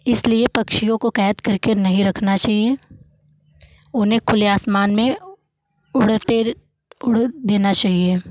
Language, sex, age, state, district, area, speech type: Hindi, female, 30-45, Uttar Pradesh, Lucknow, rural, spontaneous